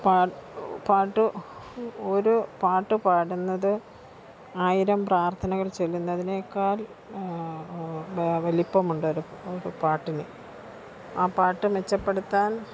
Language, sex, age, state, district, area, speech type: Malayalam, female, 60+, Kerala, Thiruvananthapuram, rural, spontaneous